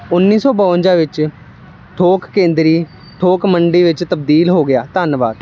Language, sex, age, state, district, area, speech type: Punjabi, male, 18-30, Punjab, Ludhiana, rural, read